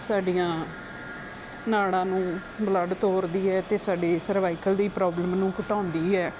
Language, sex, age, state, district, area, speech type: Punjabi, female, 45-60, Punjab, Gurdaspur, urban, spontaneous